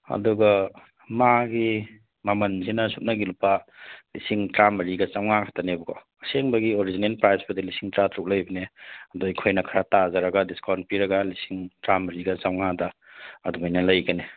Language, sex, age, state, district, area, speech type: Manipuri, male, 18-30, Manipur, Churachandpur, rural, conversation